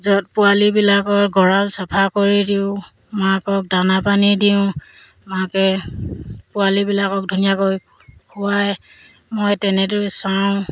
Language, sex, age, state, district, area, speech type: Assamese, female, 30-45, Assam, Sivasagar, rural, spontaneous